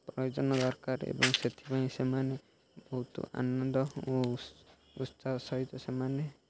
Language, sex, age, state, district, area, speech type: Odia, male, 18-30, Odisha, Jagatsinghpur, rural, spontaneous